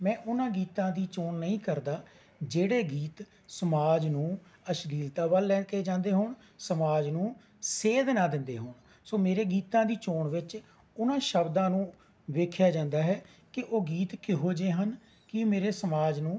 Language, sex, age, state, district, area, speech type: Punjabi, male, 45-60, Punjab, Rupnagar, rural, spontaneous